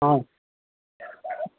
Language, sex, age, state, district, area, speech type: Bengali, male, 60+, West Bengal, Uttar Dinajpur, urban, conversation